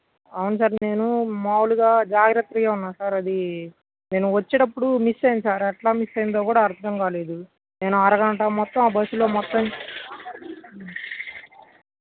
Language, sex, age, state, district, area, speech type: Telugu, male, 18-30, Andhra Pradesh, Guntur, urban, conversation